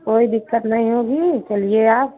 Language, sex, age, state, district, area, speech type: Hindi, female, 30-45, Uttar Pradesh, Prayagraj, rural, conversation